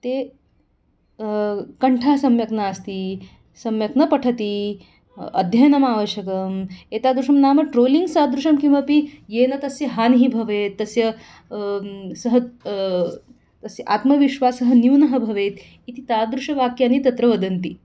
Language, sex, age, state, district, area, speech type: Sanskrit, female, 30-45, Karnataka, Bangalore Urban, urban, spontaneous